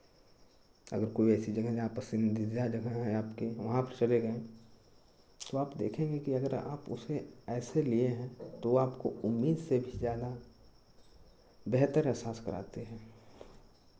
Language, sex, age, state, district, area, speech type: Hindi, male, 18-30, Uttar Pradesh, Chandauli, urban, spontaneous